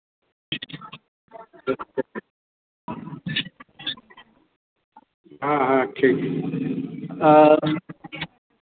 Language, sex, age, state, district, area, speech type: Hindi, male, 18-30, Uttar Pradesh, Azamgarh, rural, conversation